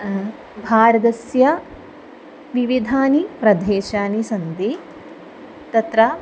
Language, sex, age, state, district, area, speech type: Sanskrit, female, 18-30, Kerala, Thrissur, rural, spontaneous